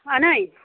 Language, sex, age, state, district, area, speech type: Bodo, female, 30-45, Assam, Baksa, rural, conversation